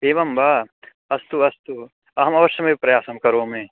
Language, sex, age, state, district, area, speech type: Sanskrit, male, 18-30, Madhya Pradesh, Katni, rural, conversation